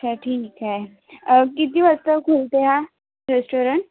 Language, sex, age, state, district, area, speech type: Marathi, female, 18-30, Maharashtra, Nagpur, urban, conversation